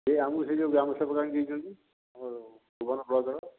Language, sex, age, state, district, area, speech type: Odia, male, 60+, Odisha, Dhenkanal, rural, conversation